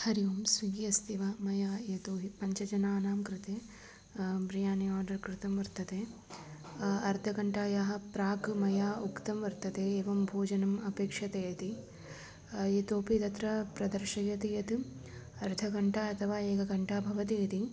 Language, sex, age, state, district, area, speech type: Sanskrit, female, 18-30, Tamil Nadu, Tiruchirappalli, urban, spontaneous